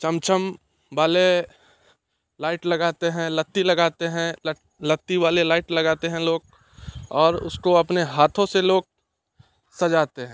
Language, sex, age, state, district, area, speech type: Hindi, male, 18-30, Bihar, Muzaffarpur, urban, spontaneous